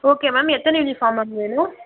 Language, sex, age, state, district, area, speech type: Tamil, female, 18-30, Tamil Nadu, Vellore, urban, conversation